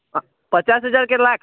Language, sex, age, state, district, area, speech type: Gujarati, male, 18-30, Gujarat, Anand, urban, conversation